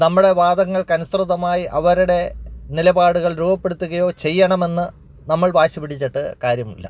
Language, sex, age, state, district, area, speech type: Malayalam, male, 45-60, Kerala, Alappuzha, urban, spontaneous